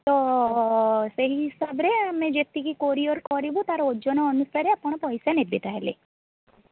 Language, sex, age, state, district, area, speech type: Odia, female, 18-30, Odisha, Rayagada, rural, conversation